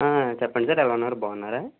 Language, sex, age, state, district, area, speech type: Telugu, male, 45-60, Andhra Pradesh, Eluru, urban, conversation